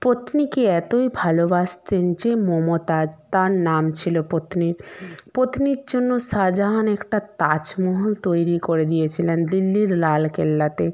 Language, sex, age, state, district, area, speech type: Bengali, female, 45-60, West Bengal, Purba Medinipur, rural, spontaneous